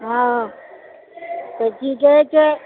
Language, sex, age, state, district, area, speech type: Maithili, female, 60+, Bihar, Purnia, rural, conversation